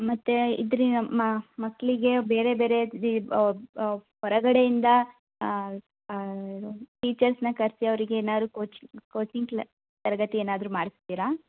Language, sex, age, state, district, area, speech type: Kannada, female, 18-30, Karnataka, Tumkur, rural, conversation